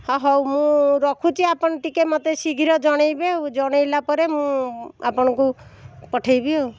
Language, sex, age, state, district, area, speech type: Odia, female, 45-60, Odisha, Puri, urban, spontaneous